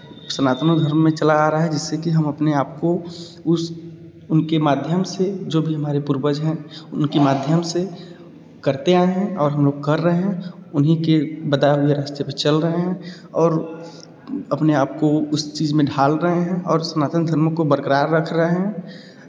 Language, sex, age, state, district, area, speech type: Hindi, male, 30-45, Uttar Pradesh, Varanasi, urban, spontaneous